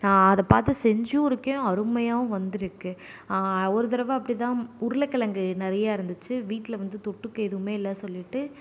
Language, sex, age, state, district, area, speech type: Tamil, female, 18-30, Tamil Nadu, Nagapattinam, rural, spontaneous